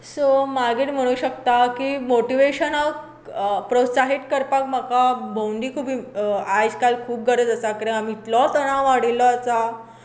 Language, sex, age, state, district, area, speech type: Goan Konkani, female, 18-30, Goa, Tiswadi, rural, spontaneous